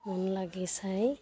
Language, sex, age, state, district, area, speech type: Assamese, female, 30-45, Assam, Barpeta, rural, spontaneous